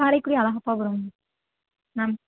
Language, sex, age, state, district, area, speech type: Tamil, female, 18-30, Tamil Nadu, Sivaganga, rural, conversation